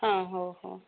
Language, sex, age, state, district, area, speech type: Odia, female, 45-60, Odisha, Gajapati, rural, conversation